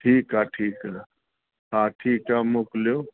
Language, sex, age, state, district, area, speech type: Sindhi, male, 60+, Uttar Pradesh, Lucknow, rural, conversation